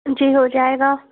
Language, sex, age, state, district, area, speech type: Hindi, female, 30-45, Madhya Pradesh, Gwalior, rural, conversation